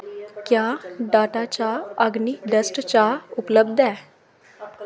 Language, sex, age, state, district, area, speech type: Dogri, female, 18-30, Jammu and Kashmir, Kathua, rural, read